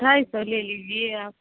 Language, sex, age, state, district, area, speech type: Hindi, female, 30-45, Uttar Pradesh, Prayagraj, rural, conversation